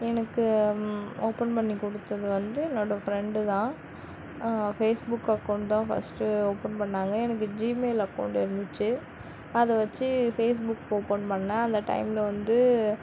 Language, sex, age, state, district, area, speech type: Tamil, female, 45-60, Tamil Nadu, Mayiladuthurai, urban, spontaneous